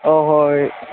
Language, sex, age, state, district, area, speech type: Manipuri, male, 18-30, Manipur, Kangpokpi, urban, conversation